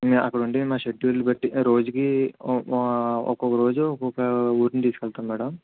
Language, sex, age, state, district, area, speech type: Telugu, male, 45-60, Andhra Pradesh, Kakinada, urban, conversation